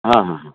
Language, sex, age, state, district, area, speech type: Kannada, male, 45-60, Karnataka, Dharwad, urban, conversation